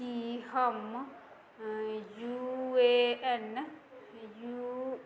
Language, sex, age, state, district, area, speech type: Maithili, female, 30-45, Bihar, Madhubani, rural, read